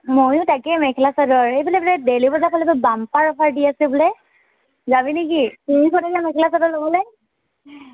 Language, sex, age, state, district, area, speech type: Assamese, female, 18-30, Assam, Tinsukia, urban, conversation